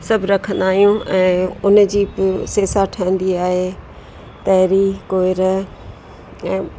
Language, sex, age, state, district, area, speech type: Sindhi, female, 60+, Uttar Pradesh, Lucknow, rural, spontaneous